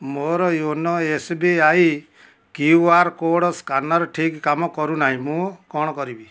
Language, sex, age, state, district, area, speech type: Odia, male, 60+, Odisha, Kendujhar, urban, read